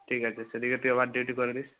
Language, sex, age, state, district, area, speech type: Bengali, male, 18-30, West Bengal, Purba Medinipur, rural, conversation